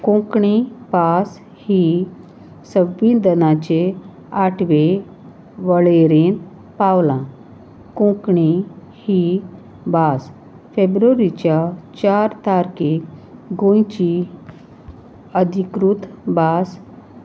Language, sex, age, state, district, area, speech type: Goan Konkani, female, 45-60, Goa, Salcete, rural, spontaneous